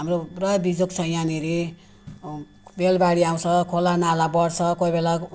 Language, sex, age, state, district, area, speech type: Nepali, female, 60+, West Bengal, Jalpaiguri, rural, spontaneous